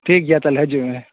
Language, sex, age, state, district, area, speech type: Santali, male, 18-30, West Bengal, Malda, rural, conversation